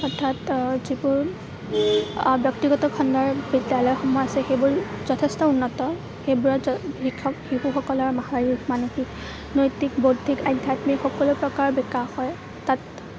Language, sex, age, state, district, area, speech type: Assamese, female, 18-30, Assam, Kamrup Metropolitan, rural, spontaneous